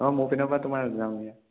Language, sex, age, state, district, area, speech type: Assamese, male, 18-30, Assam, Sonitpur, urban, conversation